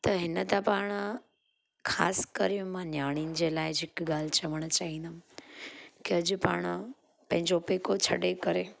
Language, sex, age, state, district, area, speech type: Sindhi, female, 30-45, Gujarat, Junagadh, urban, spontaneous